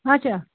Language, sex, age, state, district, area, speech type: Kashmiri, female, 30-45, Jammu and Kashmir, Anantnag, rural, conversation